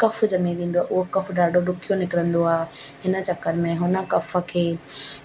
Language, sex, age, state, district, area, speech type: Sindhi, female, 18-30, Rajasthan, Ajmer, urban, spontaneous